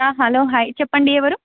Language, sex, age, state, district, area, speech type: Telugu, female, 18-30, Andhra Pradesh, Krishna, urban, conversation